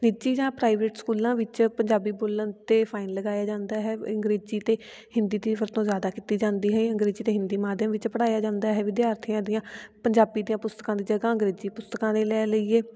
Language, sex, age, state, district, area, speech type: Punjabi, female, 18-30, Punjab, Fatehgarh Sahib, rural, spontaneous